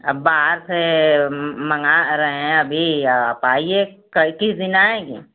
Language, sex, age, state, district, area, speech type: Hindi, female, 60+, Uttar Pradesh, Mau, urban, conversation